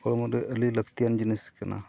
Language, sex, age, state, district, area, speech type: Santali, male, 45-60, Odisha, Mayurbhanj, rural, spontaneous